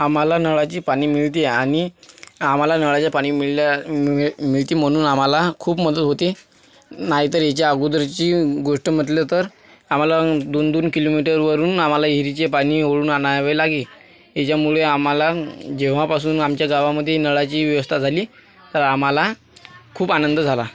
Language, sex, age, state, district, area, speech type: Marathi, male, 18-30, Maharashtra, Washim, urban, spontaneous